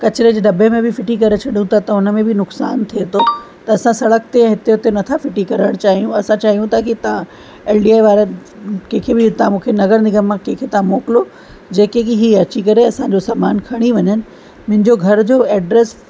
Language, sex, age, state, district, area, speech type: Sindhi, female, 45-60, Uttar Pradesh, Lucknow, rural, spontaneous